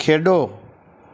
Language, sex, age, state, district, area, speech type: Punjabi, male, 45-60, Punjab, Bathinda, rural, read